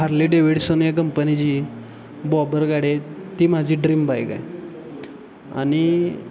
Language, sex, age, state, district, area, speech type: Marathi, male, 18-30, Maharashtra, Satara, rural, spontaneous